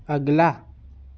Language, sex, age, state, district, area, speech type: Dogri, female, 18-30, Jammu and Kashmir, Jammu, rural, read